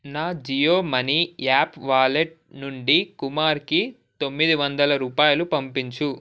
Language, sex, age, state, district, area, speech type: Telugu, male, 18-30, Telangana, Ranga Reddy, urban, read